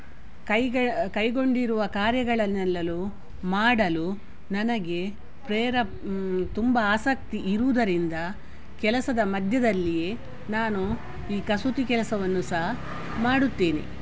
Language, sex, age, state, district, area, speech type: Kannada, female, 60+, Karnataka, Udupi, rural, spontaneous